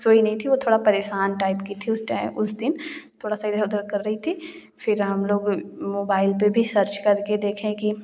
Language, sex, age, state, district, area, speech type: Hindi, female, 18-30, Uttar Pradesh, Jaunpur, rural, spontaneous